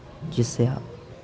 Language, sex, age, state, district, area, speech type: Urdu, male, 18-30, Bihar, Saharsa, rural, spontaneous